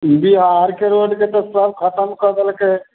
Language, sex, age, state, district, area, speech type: Maithili, male, 60+, Bihar, Samastipur, urban, conversation